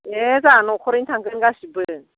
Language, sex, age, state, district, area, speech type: Bodo, female, 60+, Assam, Baksa, rural, conversation